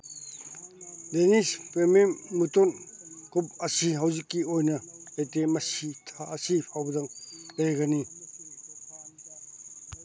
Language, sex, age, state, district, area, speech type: Manipuri, male, 60+, Manipur, Chandel, rural, read